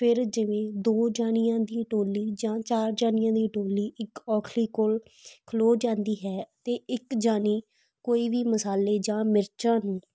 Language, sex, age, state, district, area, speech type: Punjabi, female, 18-30, Punjab, Ludhiana, rural, spontaneous